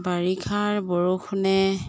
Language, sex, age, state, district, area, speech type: Assamese, female, 30-45, Assam, Jorhat, urban, spontaneous